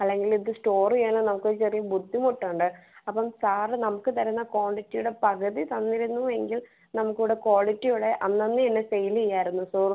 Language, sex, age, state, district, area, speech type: Malayalam, female, 18-30, Kerala, Thiruvananthapuram, rural, conversation